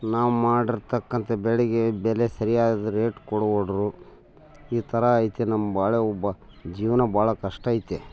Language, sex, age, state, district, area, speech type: Kannada, male, 60+, Karnataka, Bellary, rural, spontaneous